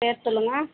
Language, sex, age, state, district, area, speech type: Tamil, female, 30-45, Tamil Nadu, Dharmapuri, rural, conversation